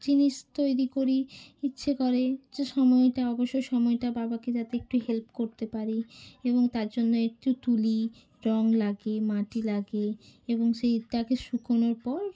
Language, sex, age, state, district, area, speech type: Bengali, female, 30-45, West Bengal, Hooghly, urban, spontaneous